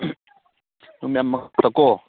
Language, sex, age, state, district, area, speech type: Manipuri, male, 45-60, Manipur, Senapati, rural, conversation